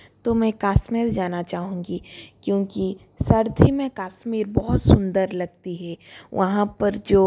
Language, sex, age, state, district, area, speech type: Hindi, female, 30-45, Rajasthan, Jodhpur, rural, spontaneous